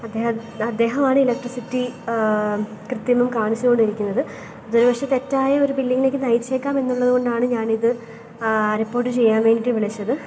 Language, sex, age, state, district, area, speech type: Malayalam, female, 18-30, Kerala, Pathanamthitta, urban, spontaneous